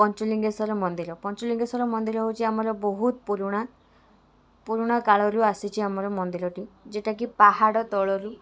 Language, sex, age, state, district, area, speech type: Odia, female, 18-30, Odisha, Balasore, rural, spontaneous